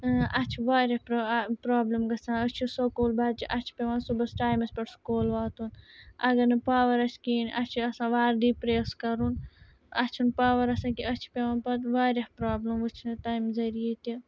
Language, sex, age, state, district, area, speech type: Kashmiri, female, 30-45, Jammu and Kashmir, Srinagar, urban, spontaneous